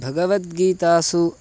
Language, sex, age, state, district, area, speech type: Sanskrit, male, 18-30, Karnataka, Mysore, rural, spontaneous